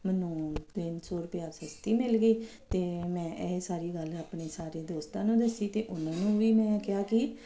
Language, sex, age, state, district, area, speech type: Punjabi, female, 45-60, Punjab, Kapurthala, urban, spontaneous